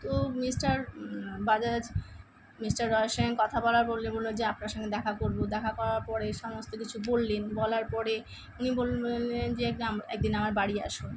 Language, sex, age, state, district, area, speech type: Bengali, female, 45-60, West Bengal, Kolkata, urban, spontaneous